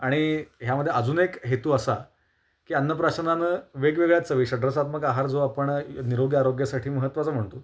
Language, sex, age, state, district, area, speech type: Marathi, male, 18-30, Maharashtra, Kolhapur, urban, spontaneous